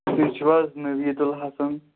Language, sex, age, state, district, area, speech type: Kashmiri, male, 18-30, Jammu and Kashmir, Pulwama, rural, conversation